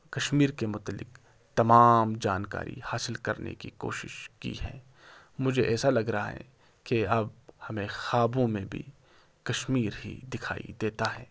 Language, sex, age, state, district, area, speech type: Urdu, male, 18-30, Jammu and Kashmir, Srinagar, rural, spontaneous